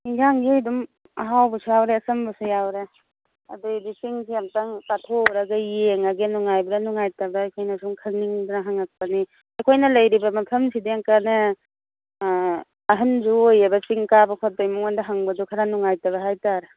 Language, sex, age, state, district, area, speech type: Manipuri, female, 45-60, Manipur, Churachandpur, urban, conversation